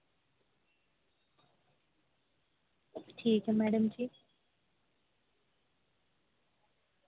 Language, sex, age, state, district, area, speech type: Dogri, female, 18-30, Jammu and Kashmir, Samba, urban, conversation